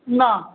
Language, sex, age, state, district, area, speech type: Bengali, male, 45-60, West Bengal, Hooghly, rural, conversation